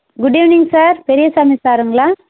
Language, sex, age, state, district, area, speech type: Tamil, female, 30-45, Tamil Nadu, Dharmapuri, rural, conversation